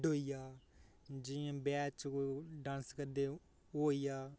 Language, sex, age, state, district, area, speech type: Dogri, male, 18-30, Jammu and Kashmir, Reasi, rural, spontaneous